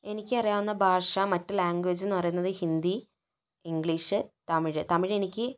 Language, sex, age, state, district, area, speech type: Malayalam, female, 60+, Kerala, Kozhikode, urban, spontaneous